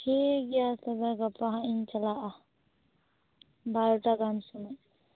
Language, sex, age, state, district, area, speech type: Santali, female, 18-30, West Bengal, Purba Bardhaman, rural, conversation